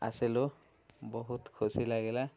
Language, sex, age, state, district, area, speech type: Odia, male, 18-30, Odisha, Koraput, urban, spontaneous